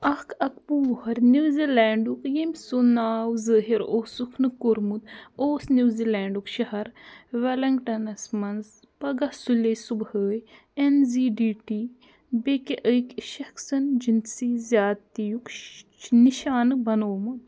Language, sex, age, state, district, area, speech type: Kashmiri, female, 30-45, Jammu and Kashmir, Budgam, rural, read